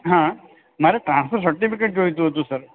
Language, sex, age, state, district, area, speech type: Gujarati, male, 30-45, Gujarat, Valsad, rural, conversation